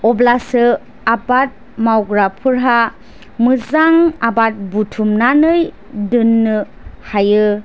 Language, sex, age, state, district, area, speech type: Bodo, female, 18-30, Assam, Chirang, rural, spontaneous